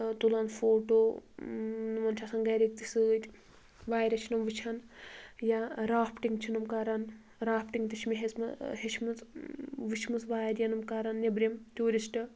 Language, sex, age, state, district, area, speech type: Kashmiri, female, 18-30, Jammu and Kashmir, Anantnag, rural, spontaneous